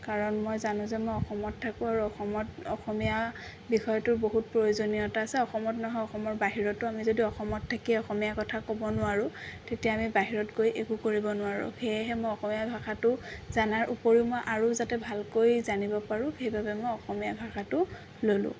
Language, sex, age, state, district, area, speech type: Assamese, female, 18-30, Assam, Sonitpur, urban, spontaneous